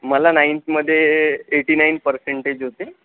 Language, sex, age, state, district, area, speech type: Marathi, male, 18-30, Maharashtra, Akola, urban, conversation